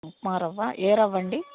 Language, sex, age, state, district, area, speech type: Telugu, female, 45-60, Andhra Pradesh, Nellore, rural, conversation